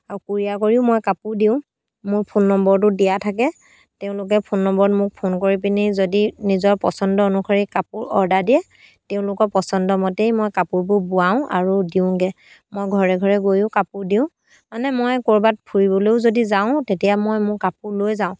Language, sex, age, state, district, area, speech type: Assamese, female, 45-60, Assam, Dhemaji, rural, spontaneous